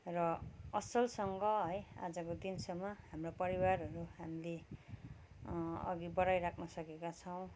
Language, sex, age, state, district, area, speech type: Nepali, female, 45-60, West Bengal, Kalimpong, rural, spontaneous